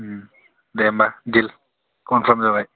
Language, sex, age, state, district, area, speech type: Bodo, male, 18-30, Assam, Baksa, rural, conversation